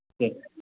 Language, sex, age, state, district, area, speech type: Tamil, male, 60+, Tamil Nadu, Madurai, rural, conversation